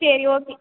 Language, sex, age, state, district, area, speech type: Tamil, female, 18-30, Tamil Nadu, Sivaganga, rural, conversation